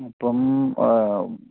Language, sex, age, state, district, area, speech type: Malayalam, male, 45-60, Kerala, Idukki, rural, conversation